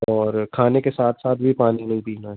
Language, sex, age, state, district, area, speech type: Hindi, male, 30-45, Madhya Pradesh, Jabalpur, urban, conversation